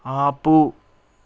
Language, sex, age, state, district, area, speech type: Telugu, male, 18-30, Andhra Pradesh, Eluru, rural, read